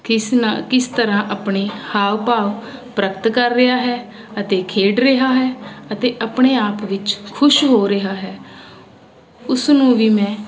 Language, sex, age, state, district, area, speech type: Punjabi, female, 30-45, Punjab, Ludhiana, urban, spontaneous